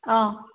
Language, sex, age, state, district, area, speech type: Assamese, female, 30-45, Assam, Sivasagar, rural, conversation